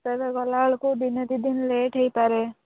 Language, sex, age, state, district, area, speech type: Odia, female, 45-60, Odisha, Sundergarh, rural, conversation